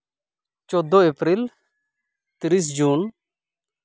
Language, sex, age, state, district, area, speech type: Santali, male, 30-45, West Bengal, Malda, rural, spontaneous